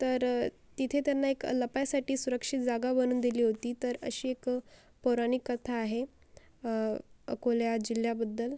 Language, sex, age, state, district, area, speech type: Marathi, female, 18-30, Maharashtra, Akola, rural, spontaneous